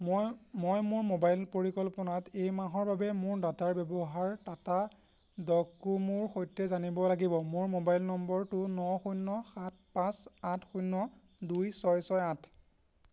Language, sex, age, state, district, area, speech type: Assamese, male, 18-30, Assam, Golaghat, rural, read